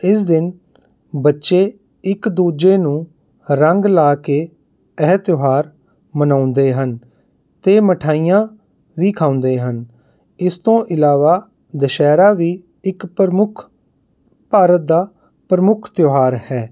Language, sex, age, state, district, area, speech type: Punjabi, male, 30-45, Punjab, Mohali, urban, spontaneous